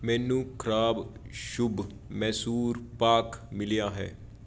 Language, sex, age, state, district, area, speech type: Punjabi, male, 30-45, Punjab, Patiala, urban, read